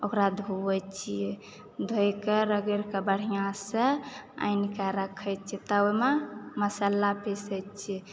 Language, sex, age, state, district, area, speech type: Maithili, female, 45-60, Bihar, Supaul, rural, spontaneous